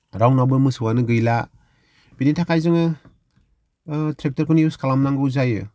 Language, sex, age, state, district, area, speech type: Bodo, male, 30-45, Assam, Kokrajhar, rural, spontaneous